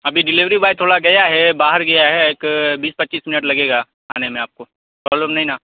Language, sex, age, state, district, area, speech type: Urdu, male, 18-30, Bihar, Saharsa, rural, conversation